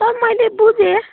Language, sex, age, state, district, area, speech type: Nepali, female, 18-30, West Bengal, Kalimpong, rural, conversation